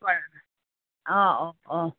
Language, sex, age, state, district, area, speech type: Assamese, female, 45-60, Assam, Sonitpur, urban, conversation